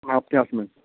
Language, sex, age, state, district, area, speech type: Bengali, male, 30-45, West Bengal, Hooghly, urban, conversation